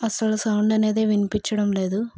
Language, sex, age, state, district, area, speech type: Telugu, female, 60+, Andhra Pradesh, Vizianagaram, rural, spontaneous